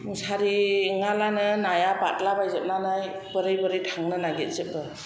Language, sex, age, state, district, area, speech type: Bodo, female, 60+, Assam, Chirang, rural, spontaneous